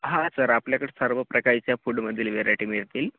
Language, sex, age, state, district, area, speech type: Marathi, male, 18-30, Maharashtra, Gadchiroli, rural, conversation